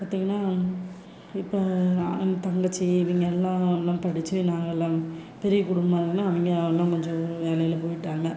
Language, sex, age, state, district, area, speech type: Tamil, female, 30-45, Tamil Nadu, Salem, rural, spontaneous